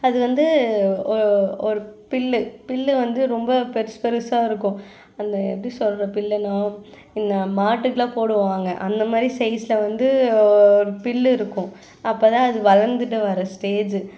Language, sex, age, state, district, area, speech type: Tamil, female, 18-30, Tamil Nadu, Ranipet, urban, spontaneous